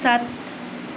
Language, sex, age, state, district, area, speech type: Nepali, female, 30-45, West Bengal, Darjeeling, rural, read